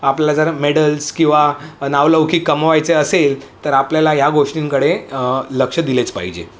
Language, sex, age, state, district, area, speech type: Marathi, male, 30-45, Maharashtra, Mumbai City, urban, spontaneous